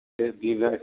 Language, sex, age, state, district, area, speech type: Bodo, male, 45-60, Assam, Chirang, rural, conversation